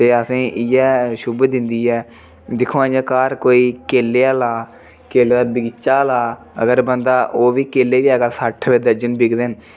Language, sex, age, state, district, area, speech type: Dogri, male, 30-45, Jammu and Kashmir, Reasi, rural, spontaneous